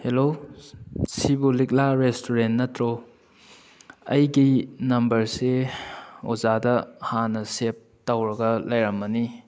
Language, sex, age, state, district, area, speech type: Manipuri, male, 18-30, Manipur, Kakching, rural, spontaneous